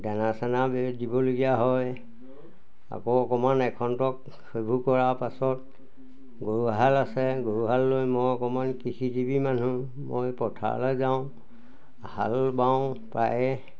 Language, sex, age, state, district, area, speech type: Assamese, male, 60+, Assam, Majuli, urban, spontaneous